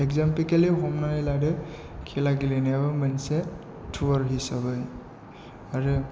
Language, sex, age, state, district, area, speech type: Bodo, male, 30-45, Assam, Chirang, rural, spontaneous